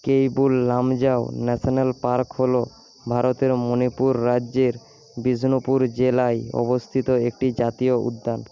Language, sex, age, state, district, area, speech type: Bengali, male, 18-30, West Bengal, Paschim Medinipur, rural, read